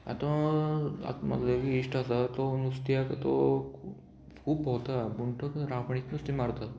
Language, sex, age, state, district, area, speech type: Goan Konkani, male, 18-30, Goa, Murmgao, rural, spontaneous